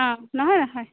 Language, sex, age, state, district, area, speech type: Assamese, female, 45-60, Assam, Goalpara, urban, conversation